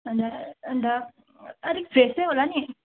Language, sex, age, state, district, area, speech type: Nepali, female, 45-60, West Bengal, Darjeeling, rural, conversation